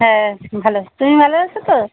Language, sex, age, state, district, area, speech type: Bengali, female, 45-60, West Bengal, Alipurduar, rural, conversation